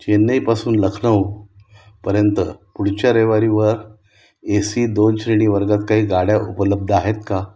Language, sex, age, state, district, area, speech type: Marathi, male, 60+, Maharashtra, Nashik, urban, read